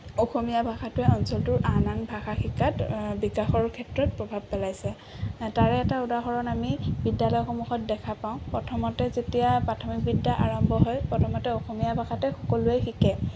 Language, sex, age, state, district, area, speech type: Assamese, female, 18-30, Assam, Sonitpur, urban, spontaneous